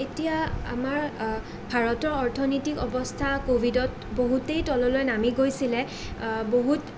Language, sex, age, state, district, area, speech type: Assamese, female, 18-30, Assam, Nalbari, rural, spontaneous